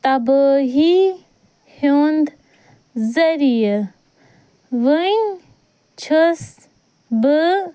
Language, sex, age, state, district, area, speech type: Kashmiri, female, 30-45, Jammu and Kashmir, Ganderbal, rural, read